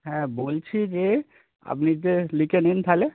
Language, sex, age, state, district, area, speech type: Bengali, male, 30-45, West Bengal, Birbhum, urban, conversation